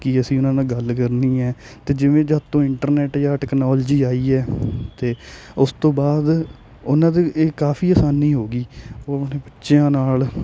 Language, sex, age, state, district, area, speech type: Punjabi, male, 18-30, Punjab, Hoshiarpur, rural, spontaneous